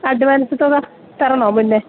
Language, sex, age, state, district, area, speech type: Malayalam, female, 30-45, Kerala, Idukki, rural, conversation